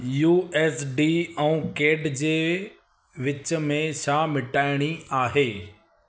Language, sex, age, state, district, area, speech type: Sindhi, male, 30-45, Gujarat, Surat, urban, read